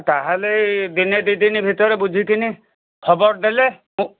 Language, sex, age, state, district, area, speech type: Odia, male, 45-60, Odisha, Kendujhar, urban, conversation